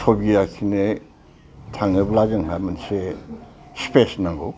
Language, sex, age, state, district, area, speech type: Bodo, male, 60+, Assam, Udalguri, urban, spontaneous